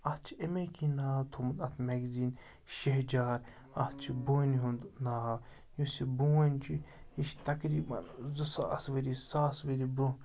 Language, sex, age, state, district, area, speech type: Kashmiri, male, 30-45, Jammu and Kashmir, Srinagar, urban, spontaneous